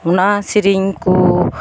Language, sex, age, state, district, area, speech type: Santali, female, 30-45, West Bengal, Malda, rural, spontaneous